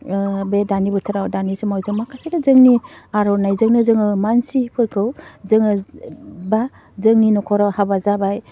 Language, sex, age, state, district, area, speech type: Bodo, female, 45-60, Assam, Udalguri, urban, spontaneous